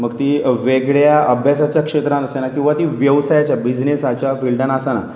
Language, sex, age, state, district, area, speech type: Goan Konkani, male, 30-45, Goa, Pernem, rural, spontaneous